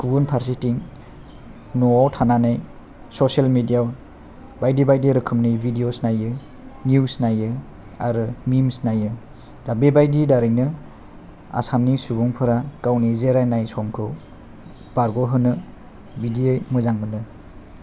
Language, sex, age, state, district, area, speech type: Bodo, male, 18-30, Assam, Chirang, urban, spontaneous